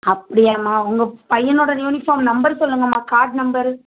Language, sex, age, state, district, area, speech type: Tamil, female, 30-45, Tamil Nadu, Tiruvallur, urban, conversation